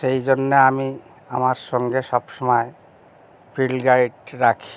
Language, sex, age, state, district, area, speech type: Bengali, male, 60+, West Bengal, Bankura, urban, spontaneous